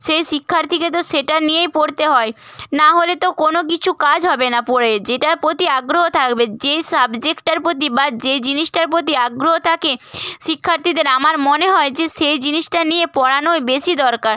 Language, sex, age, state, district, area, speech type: Bengali, female, 18-30, West Bengal, Purba Medinipur, rural, spontaneous